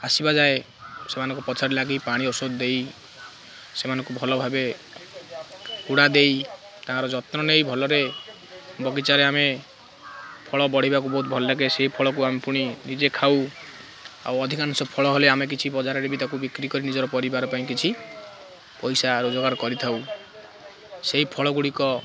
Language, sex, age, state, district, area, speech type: Odia, male, 18-30, Odisha, Kendrapara, urban, spontaneous